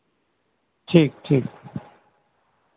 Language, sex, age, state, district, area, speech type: Santali, male, 45-60, West Bengal, Birbhum, rural, conversation